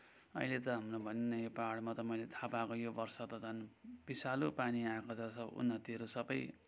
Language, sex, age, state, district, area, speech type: Nepali, male, 60+, West Bengal, Kalimpong, rural, spontaneous